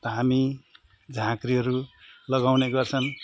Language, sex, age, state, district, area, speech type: Nepali, male, 45-60, West Bengal, Jalpaiguri, urban, spontaneous